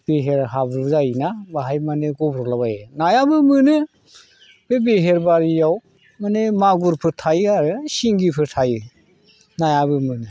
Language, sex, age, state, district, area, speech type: Bodo, male, 45-60, Assam, Chirang, rural, spontaneous